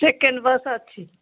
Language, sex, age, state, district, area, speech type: Odia, female, 45-60, Odisha, Sundergarh, urban, conversation